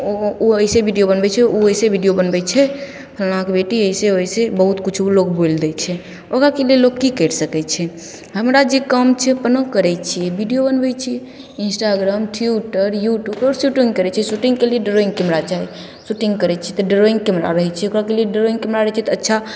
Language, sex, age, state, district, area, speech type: Maithili, female, 18-30, Bihar, Begusarai, rural, spontaneous